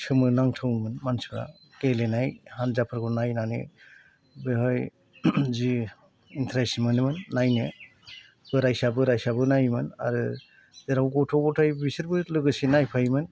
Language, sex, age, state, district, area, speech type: Bodo, male, 60+, Assam, Chirang, rural, spontaneous